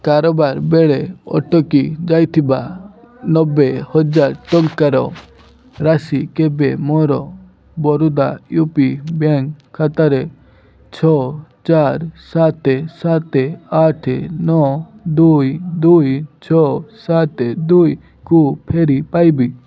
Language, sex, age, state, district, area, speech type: Odia, male, 18-30, Odisha, Balasore, rural, read